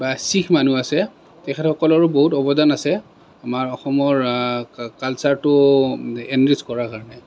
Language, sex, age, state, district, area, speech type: Assamese, male, 30-45, Assam, Kamrup Metropolitan, urban, spontaneous